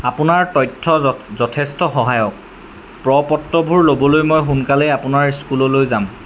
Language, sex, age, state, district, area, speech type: Assamese, male, 18-30, Assam, Jorhat, urban, read